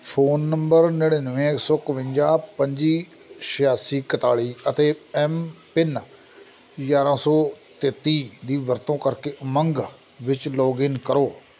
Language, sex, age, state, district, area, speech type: Punjabi, male, 45-60, Punjab, Amritsar, rural, read